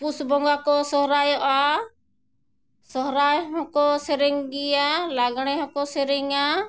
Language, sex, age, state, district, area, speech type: Santali, female, 45-60, Jharkhand, Bokaro, rural, spontaneous